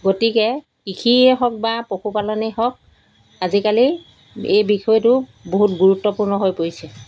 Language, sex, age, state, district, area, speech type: Assamese, female, 45-60, Assam, Golaghat, urban, spontaneous